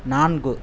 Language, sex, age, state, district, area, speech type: Tamil, male, 60+, Tamil Nadu, Coimbatore, rural, read